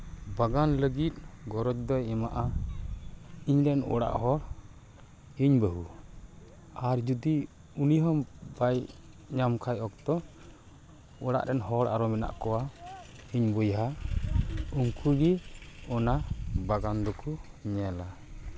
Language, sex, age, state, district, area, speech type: Santali, male, 30-45, West Bengal, Purba Bardhaman, rural, spontaneous